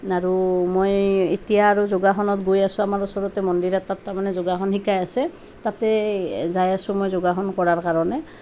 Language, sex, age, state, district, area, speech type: Assamese, female, 30-45, Assam, Nalbari, rural, spontaneous